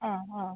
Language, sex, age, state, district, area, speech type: Malayalam, female, 60+, Kerala, Idukki, rural, conversation